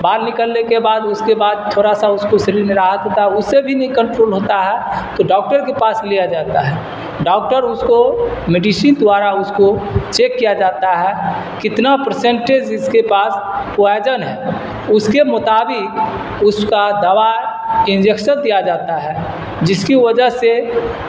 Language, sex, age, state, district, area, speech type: Urdu, male, 60+, Bihar, Supaul, rural, spontaneous